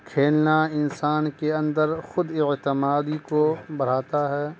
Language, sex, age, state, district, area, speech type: Urdu, male, 30-45, Bihar, Madhubani, rural, spontaneous